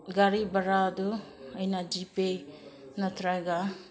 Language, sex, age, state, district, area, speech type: Manipuri, female, 30-45, Manipur, Senapati, urban, spontaneous